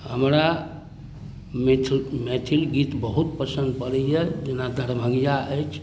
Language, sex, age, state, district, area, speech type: Maithili, male, 60+, Bihar, Darbhanga, rural, spontaneous